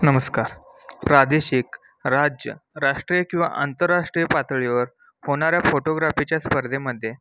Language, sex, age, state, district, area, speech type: Marathi, male, 18-30, Maharashtra, Satara, rural, spontaneous